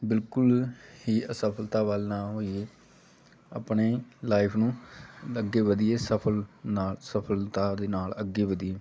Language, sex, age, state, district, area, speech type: Punjabi, male, 18-30, Punjab, Amritsar, rural, spontaneous